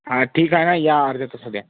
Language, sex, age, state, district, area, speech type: Marathi, male, 18-30, Maharashtra, Washim, urban, conversation